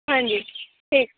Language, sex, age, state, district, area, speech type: Punjabi, female, 18-30, Punjab, Firozpur, urban, conversation